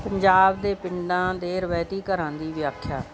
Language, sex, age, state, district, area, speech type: Punjabi, female, 45-60, Punjab, Bathinda, urban, spontaneous